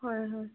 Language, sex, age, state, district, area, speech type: Assamese, female, 30-45, Assam, Morigaon, rural, conversation